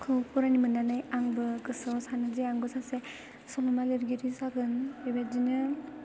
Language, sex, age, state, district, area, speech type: Bodo, female, 18-30, Assam, Chirang, urban, spontaneous